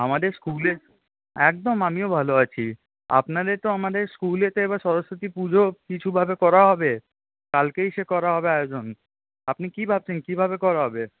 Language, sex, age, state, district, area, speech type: Bengali, male, 18-30, West Bengal, Paschim Bardhaman, urban, conversation